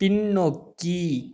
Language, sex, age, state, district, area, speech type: Tamil, male, 45-60, Tamil Nadu, Mayiladuthurai, rural, read